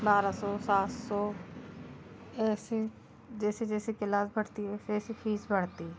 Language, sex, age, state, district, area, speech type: Hindi, female, 30-45, Madhya Pradesh, Seoni, urban, spontaneous